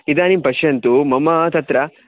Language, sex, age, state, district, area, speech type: Sanskrit, male, 18-30, Karnataka, Chikkamagaluru, rural, conversation